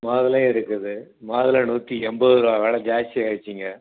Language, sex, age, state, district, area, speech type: Tamil, male, 60+, Tamil Nadu, Salem, rural, conversation